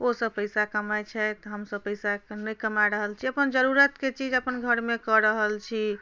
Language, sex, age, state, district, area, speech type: Maithili, female, 30-45, Bihar, Madhubani, rural, spontaneous